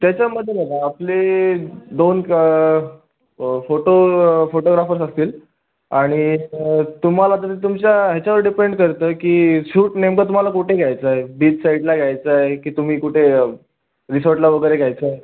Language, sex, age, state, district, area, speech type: Marathi, male, 18-30, Maharashtra, Raigad, rural, conversation